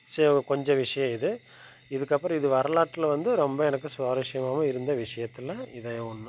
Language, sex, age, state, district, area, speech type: Tamil, male, 30-45, Tamil Nadu, Tiruppur, rural, spontaneous